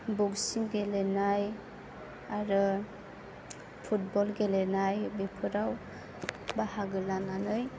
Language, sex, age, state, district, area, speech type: Bodo, female, 18-30, Assam, Chirang, rural, spontaneous